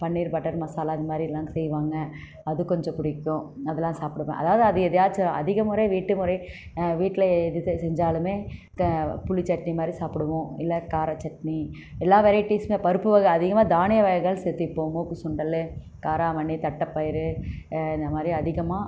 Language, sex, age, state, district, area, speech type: Tamil, female, 30-45, Tamil Nadu, Krishnagiri, rural, spontaneous